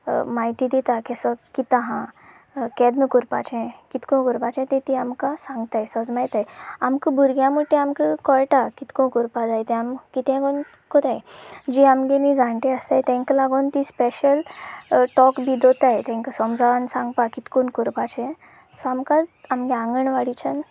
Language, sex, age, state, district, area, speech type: Goan Konkani, female, 18-30, Goa, Sanguem, rural, spontaneous